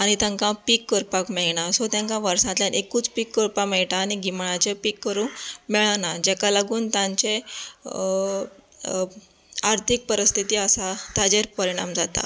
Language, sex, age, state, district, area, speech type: Goan Konkani, female, 30-45, Goa, Canacona, rural, spontaneous